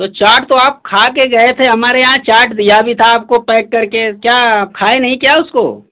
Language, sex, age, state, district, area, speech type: Hindi, male, 30-45, Uttar Pradesh, Mau, urban, conversation